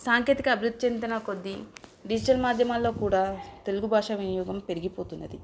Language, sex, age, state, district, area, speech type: Telugu, female, 30-45, Telangana, Nagarkurnool, urban, spontaneous